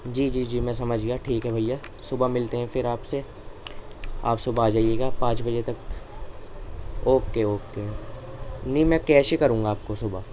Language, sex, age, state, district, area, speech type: Urdu, male, 18-30, Delhi, East Delhi, rural, spontaneous